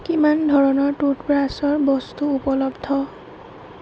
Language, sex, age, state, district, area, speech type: Assamese, female, 30-45, Assam, Golaghat, urban, read